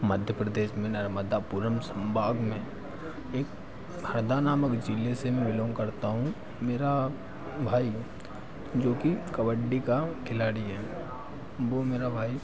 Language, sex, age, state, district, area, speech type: Hindi, male, 18-30, Madhya Pradesh, Harda, urban, spontaneous